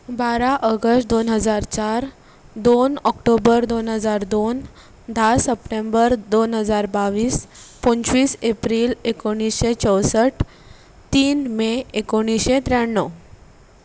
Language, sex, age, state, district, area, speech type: Goan Konkani, female, 18-30, Goa, Ponda, rural, spontaneous